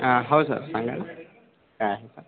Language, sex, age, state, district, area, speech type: Marathi, male, 18-30, Maharashtra, Akola, rural, conversation